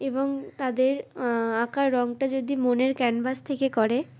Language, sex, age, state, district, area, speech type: Bengali, female, 18-30, West Bengal, Uttar Dinajpur, urban, spontaneous